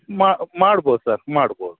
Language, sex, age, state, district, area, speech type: Kannada, male, 45-60, Karnataka, Udupi, rural, conversation